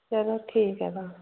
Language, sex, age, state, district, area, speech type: Dogri, female, 18-30, Jammu and Kashmir, Jammu, rural, conversation